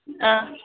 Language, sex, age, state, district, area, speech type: Dogri, female, 18-30, Jammu and Kashmir, Udhampur, rural, conversation